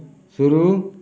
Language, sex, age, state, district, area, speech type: Hindi, male, 60+, Uttar Pradesh, Mau, rural, read